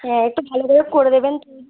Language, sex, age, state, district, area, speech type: Bengali, female, 45-60, West Bengal, Purba Bardhaman, rural, conversation